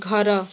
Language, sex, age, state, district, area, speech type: Odia, female, 18-30, Odisha, Kendujhar, urban, read